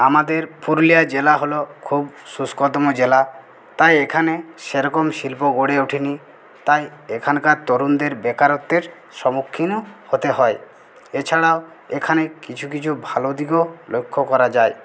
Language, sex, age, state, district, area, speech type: Bengali, male, 60+, West Bengal, Purulia, rural, spontaneous